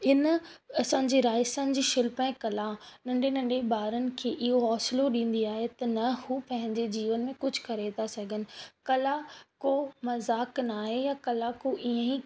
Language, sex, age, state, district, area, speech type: Sindhi, female, 18-30, Rajasthan, Ajmer, urban, spontaneous